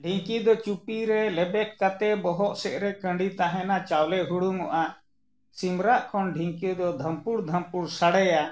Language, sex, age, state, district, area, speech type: Santali, male, 60+, Jharkhand, Bokaro, rural, spontaneous